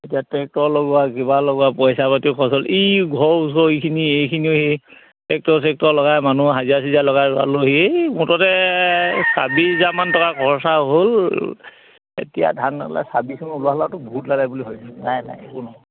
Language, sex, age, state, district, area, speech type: Assamese, male, 45-60, Assam, Dhemaji, urban, conversation